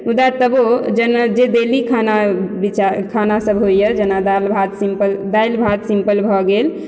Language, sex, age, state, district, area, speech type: Maithili, female, 18-30, Bihar, Supaul, rural, spontaneous